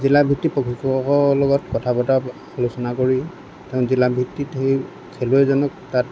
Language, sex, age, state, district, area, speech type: Assamese, male, 45-60, Assam, Lakhimpur, rural, spontaneous